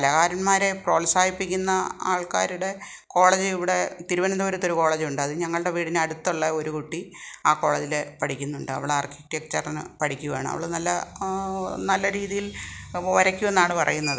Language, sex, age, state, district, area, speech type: Malayalam, female, 60+, Kerala, Kottayam, rural, spontaneous